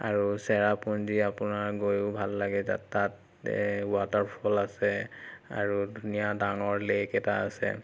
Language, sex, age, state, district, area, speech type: Assamese, male, 30-45, Assam, Biswanath, rural, spontaneous